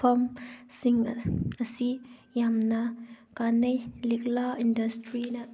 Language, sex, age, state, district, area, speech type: Manipuri, female, 18-30, Manipur, Thoubal, rural, spontaneous